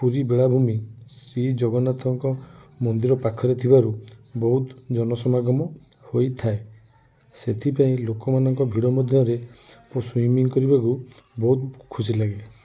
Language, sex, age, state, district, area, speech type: Odia, male, 45-60, Odisha, Cuttack, urban, spontaneous